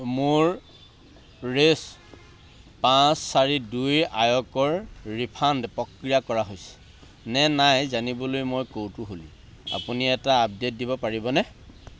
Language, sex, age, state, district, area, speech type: Assamese, male, 45-60, Assam, Charaideo, rural, read